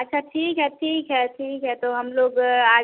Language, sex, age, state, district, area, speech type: Hindi, female, 18-30, Bihar, Vaishali, rural, conversation